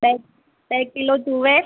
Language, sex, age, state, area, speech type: Gujarati, female, 18-30, Gujarat, urban, conversation